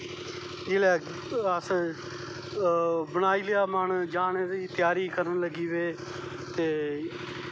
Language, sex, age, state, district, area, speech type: Dogri, male, 30-45, Jammu and Kashmir, Kathua, rural, spontaneous